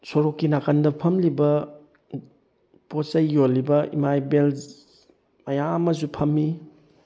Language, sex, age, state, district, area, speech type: Manipuri, male, 18-30, Manipur, Bishnupur, rural, spontaneous